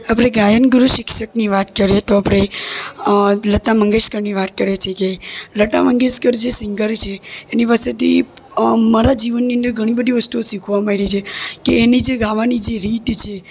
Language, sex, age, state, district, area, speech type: Gujarati, female, 18-30, Gujarat, Surat, rural, spontaneous